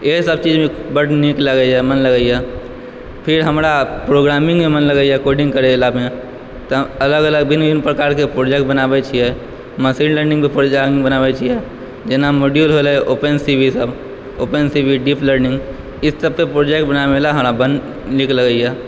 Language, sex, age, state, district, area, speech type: Maithili, male, 18-30, Bihar, Purnia, urban, spontaneous